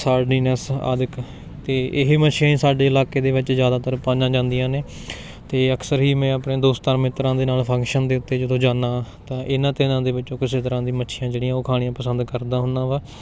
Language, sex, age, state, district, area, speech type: Punjabi, male, 18-30, Punjab, Patiala, rural, spontaneous